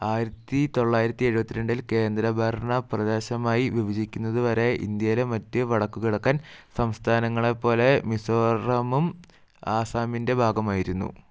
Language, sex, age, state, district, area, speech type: Malayalam, male, 18-30, Kerala, Wayanad, rural, read